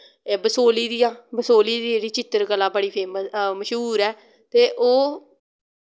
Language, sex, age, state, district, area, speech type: Dogri, female, 18-30, Jammu and Kashmir, Samba, rural, spontaneous